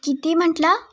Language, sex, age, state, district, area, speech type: Marathi, female, 18-30, Maharashtra, Sangli, urban, spontaneous